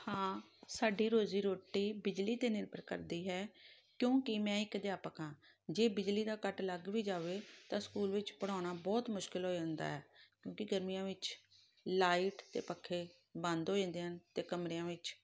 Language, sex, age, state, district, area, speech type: Punjabi, female, 45-60, Punjab, Tarn Taran, urban, spontaneous